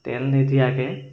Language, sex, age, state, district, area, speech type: Assamese, male, 30-45, Assam, Sivasagar, urban, spontaneous